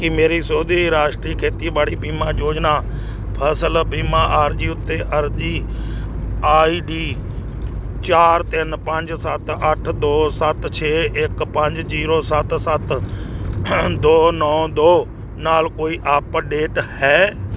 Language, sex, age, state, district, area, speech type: Punjabi, male, 45-60, Punjab, Moga, rural, read